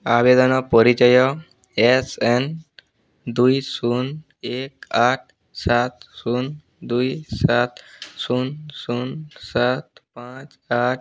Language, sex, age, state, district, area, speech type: Odia, male, 18-30, Odisha, Boudh, rural, read